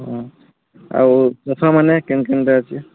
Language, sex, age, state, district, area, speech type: Odia, male, 18-30, Odisha, Balangir, urban, conversation